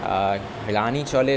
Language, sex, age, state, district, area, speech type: Bengali, male, 18-30, West Bengal, Kolkata, urban, spontaneous